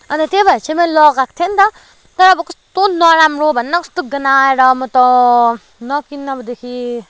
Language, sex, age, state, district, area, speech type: Nepali, female, 30-45, West Bengal, Kalimpong, rural, spontaneous